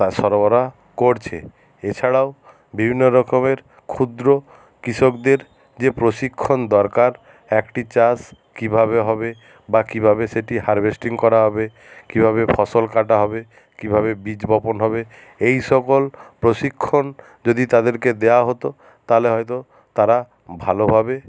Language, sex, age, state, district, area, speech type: Bengali, male, 60+, West Bengal, Jhargram, rural, spontaneous